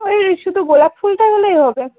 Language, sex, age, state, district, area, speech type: Bengali, female, 18-30, West Bengal, Dakshin Dinajpur, urban, conversation